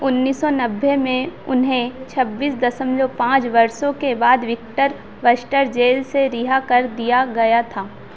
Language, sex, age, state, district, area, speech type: Hindi, female, 18-30, Madhya Pradesh, Harda, urban, read